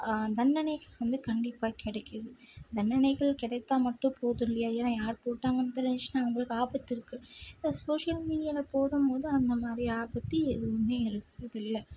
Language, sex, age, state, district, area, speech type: Tamil, female, 18-30, Tamil Nadu, Tirupattur, urban, spontaneous